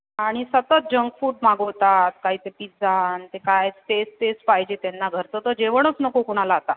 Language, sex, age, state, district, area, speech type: Marathi, female, 30-45, Maharashtra, Buldhana, rural, conversation